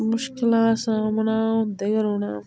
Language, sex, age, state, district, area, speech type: Dogri, female, 30-45, Jammu and Kashmir, Udhampur, rural, spontaneous